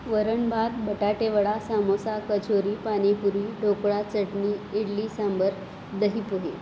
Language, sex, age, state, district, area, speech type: Marathi, female, 30-45, Maharashtra, Nanded, urban, spontaneous